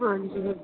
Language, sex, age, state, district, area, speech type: Punjabi, female, 30-45, Punjab, Jalandhar, rural, conversation